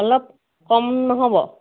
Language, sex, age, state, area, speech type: Assamese, female, 45-60, Assam, rural, conversation